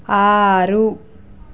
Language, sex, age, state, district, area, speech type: Telugu, female, 45-60, Andhra Pradesh, Kakinada, rural, read